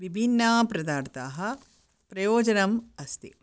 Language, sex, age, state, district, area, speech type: Sanskrit, female, 60+, Karnataka, Bangalore Urban, urban, spontaneous